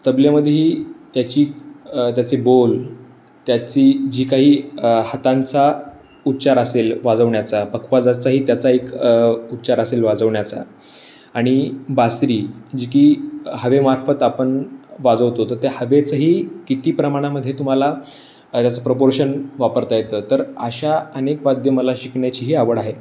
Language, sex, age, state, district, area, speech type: Marathi, male, 18-30, Maharashtra, Pune, urban, spontaneous